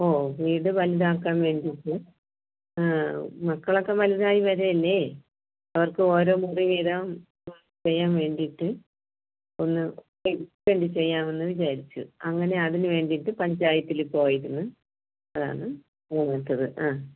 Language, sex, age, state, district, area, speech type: Malayalam, female, 45-60, Kerala, Thiruvananthapuram, rural, conversation